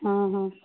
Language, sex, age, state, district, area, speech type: Odia, female, 30-45, Odisha, Kalahandi, rural, conversation